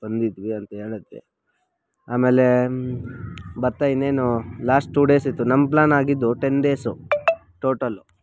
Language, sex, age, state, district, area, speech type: Kannada, male, 30-45, Karnataka, Bangalore Rural, rural, spontaneous